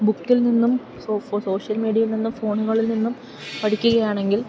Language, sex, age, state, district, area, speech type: Malayalam, female, 30-45, Kerala, Idukki, rural, spontaneous